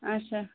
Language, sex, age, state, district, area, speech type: Kashmiri, female, 18-30, Jammu and Kashmir, Budgam, rural, conversation